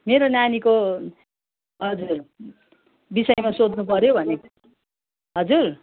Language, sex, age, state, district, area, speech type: Nepali, female, 60+, West Bengal, Kalimpong, rural, conversation